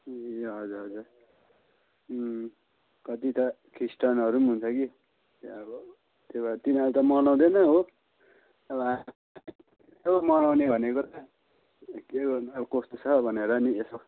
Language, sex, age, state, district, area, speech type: Nepali, male, 30-45, West Bengal, Kalimpong, rural, conversation